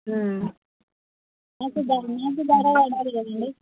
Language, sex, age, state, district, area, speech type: Telugu, female, 18-30, Andhra Pradesh, Visakhapatnam, urban, conversation